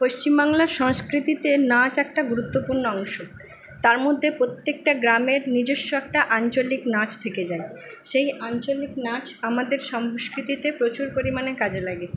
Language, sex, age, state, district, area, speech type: Bengali, female, 60+, West Bengal, Purba Bardhaman, urban, spontaneous